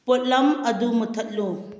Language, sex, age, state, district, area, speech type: Manipuri, female, 30-45, Manipur, Kakching, rural, read